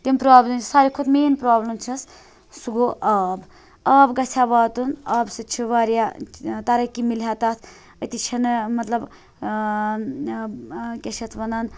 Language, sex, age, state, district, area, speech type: Kashmiri, female, 18-30, Jammu and Kashmir, Srinagar, rural, spontaneous